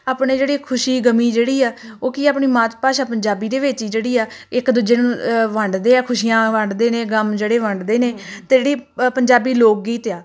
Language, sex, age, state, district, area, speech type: Punjabi, female, 18-30, Punjab, Tarn Taran, rural, spontaneous